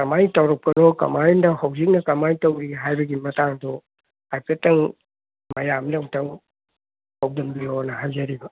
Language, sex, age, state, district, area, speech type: Manipuri, male, 60+, Manipur, Kangpokpi, urban, conversation